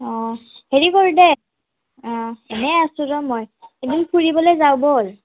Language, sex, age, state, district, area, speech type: Assamese, female, 30-45, Assam, Morigaon, rural, conversation